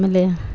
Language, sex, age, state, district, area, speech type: Kannada, female, 30-45, Karnataka, Vijayanagara, rural, spontaneous